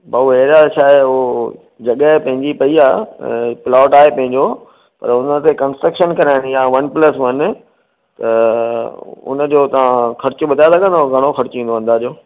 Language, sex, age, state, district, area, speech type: Sindhi, male, 45-60, Maharashtra, Thane, urban, conversation